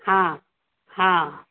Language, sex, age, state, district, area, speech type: Maithili, female, 60+, Bihar, Samastipur, urban, conversation